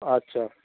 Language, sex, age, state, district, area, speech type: Bengali, male, 30-45, West Bengal, Darjeeling, urban, conversation